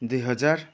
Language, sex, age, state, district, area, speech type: Nepali, male, 30-45, West Bengal, Kalimpong, rural, spontaneous